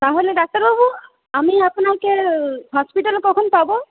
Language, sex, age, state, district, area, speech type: Bengali, female, 30-45, West Bengal, Purulia, urban, conversation